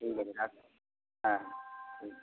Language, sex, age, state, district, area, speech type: Bengali, male, 45-60, West Bengal, Purba Bardhaman, rural, conversation